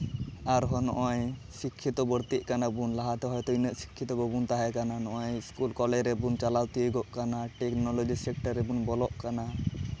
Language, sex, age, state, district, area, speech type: Santali, male, 18-30, West Bengal, Malda, rural, spontaneous